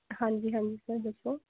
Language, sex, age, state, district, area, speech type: Punjabi, female, 18-30, Punjab, Mohali, rural, conversation